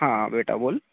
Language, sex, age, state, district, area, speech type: Marathi, male, 18-30, Maharashtra, Gadchiroli, rural, conversation